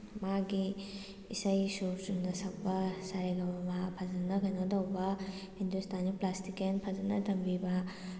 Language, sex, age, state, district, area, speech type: Manipuri, female, 18-30, Manipur, Kakching, rural, spontaneous